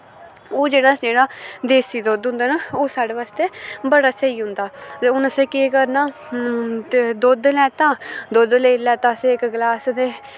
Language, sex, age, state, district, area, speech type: Dogri, female, 18-30, Jammu and Kashmir, Udhampur, rural, spontaneous